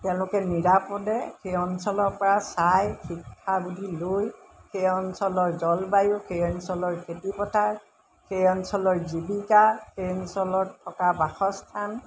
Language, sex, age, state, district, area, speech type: Assamese, female, 60+, Assam, Golaghat, urban, spontaneous